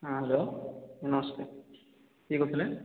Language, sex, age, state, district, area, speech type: Odia, male, 18-30, Odisha, Khordha, rural, conversation